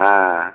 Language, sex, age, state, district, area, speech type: Tamil, male, 60+, Tamil Nadu, Viluppuram, rural, conversation